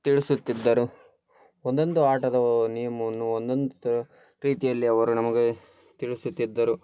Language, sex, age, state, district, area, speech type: Kannada, male, 18-30, Karnataka, Koppal, rural, spontaneous